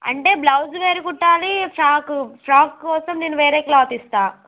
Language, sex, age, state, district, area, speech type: Telugu, female, 18-30, Telangana, Mancherial, rural, conversation